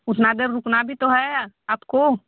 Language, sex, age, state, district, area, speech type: Hindi, female, 30-45, Uttar Pradesh, Varanasi, rural, conversation